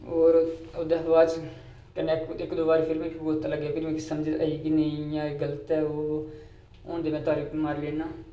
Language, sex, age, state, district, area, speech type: Dogri, male, 18-30, Jammu and Kashmir, Reasi, rural, spontaneous